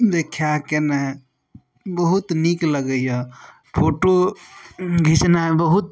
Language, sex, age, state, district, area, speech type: Maithili, male, 30-45, Bihar, Darbhanga, rural, spontaneous